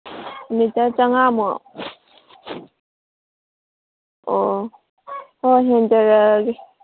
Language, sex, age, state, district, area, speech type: Manipuri, female, 30-45, Manipur, Kangpokpi, urban, conversation